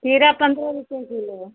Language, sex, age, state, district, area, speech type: Hindi, female, 45-60, Uttar Pradesh, Mau, urban, conversation